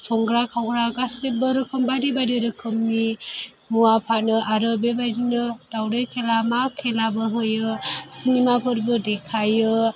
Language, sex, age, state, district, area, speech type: Bodo, female, 18-30, Assam, Chirang, rural, spontaneous